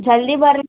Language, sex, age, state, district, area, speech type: Kannada, female, 18-30, Karnataka, Gulbarga, urban, conversation